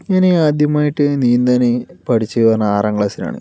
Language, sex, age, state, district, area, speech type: Malayalam, male, 60+, Kerala, Palakkad, rural, spontaneous